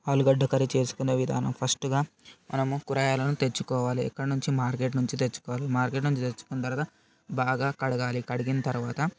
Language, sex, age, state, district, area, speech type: Telugu, male, 18-30, Telangana, Vikarabad, urban, spontaneous